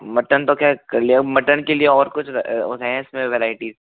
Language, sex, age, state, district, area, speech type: Hindi, male, 18-30, Rajasthan, Jaipur, urban, conversation